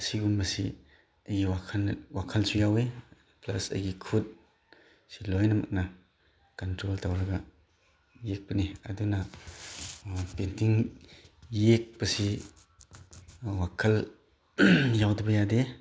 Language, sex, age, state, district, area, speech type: Manipuri, male, 30-45, Manipur, Chandel, rural, spontaneous